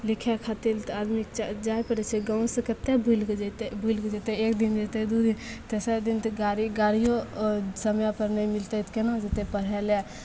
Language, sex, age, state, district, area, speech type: Maithili, female, 18-30, Bihar, Begusarai, rural, spontaneous